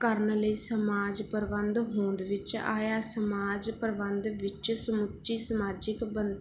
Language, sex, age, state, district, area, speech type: Punjabi, female, 18-30, Punjab, Barnala, rural, spontaneous